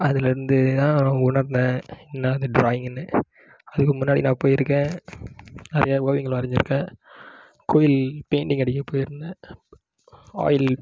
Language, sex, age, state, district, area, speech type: Tamil, male, 18-30, Tamil Nadu, Kallakurichi, rural, spontaneous